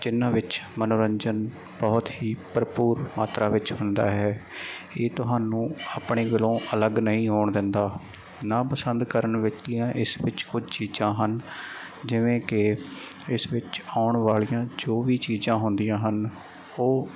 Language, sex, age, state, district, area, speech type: Punjabi, male, 30-45, Punjab, Mansa, rural, spontaneous